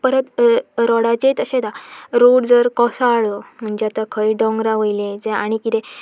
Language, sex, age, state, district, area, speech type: Goan Konkani, female, 18-30, Goa, Pernem, rural, spontaneous